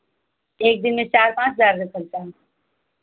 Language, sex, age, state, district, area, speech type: Hindi, female, 18-30, Uttar Pradesh, Pratapgarh, rural, conversation